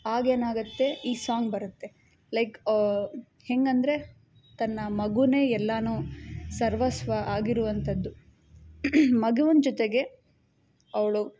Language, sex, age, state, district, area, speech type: Kannada, female, 18-30, Karnataka, Chitradurga, urban, spontaneous